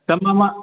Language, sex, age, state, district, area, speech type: Bodo, male, 30-45, Assam, Chirang, rural, conversation